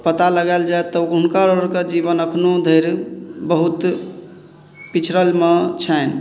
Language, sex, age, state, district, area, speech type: Maithili, male, 30-45, Bihar, Madhubani, rural, spontaneous